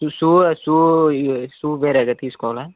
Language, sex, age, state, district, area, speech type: Telugu, male, 30-45, Andhra Pradesh, Srikakulam, urban, conversation